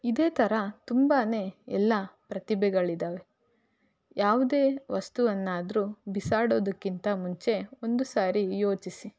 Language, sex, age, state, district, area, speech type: Kannada, female, 18-30, Karnataka, Davanagere, rural, spontaneous